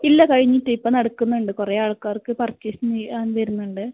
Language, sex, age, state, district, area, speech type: Malayalam, female, 18-30, Kerala, Kasaragod, rural, conversation